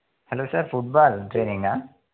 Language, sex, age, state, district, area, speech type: Telugu, male, 18-30, Telangana, Yadadri Bhuvanagiri, urban, conversation